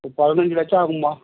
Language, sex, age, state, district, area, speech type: Tamil, male, 45-60, Tamil Nadu, Krishnagiri, rural, conversation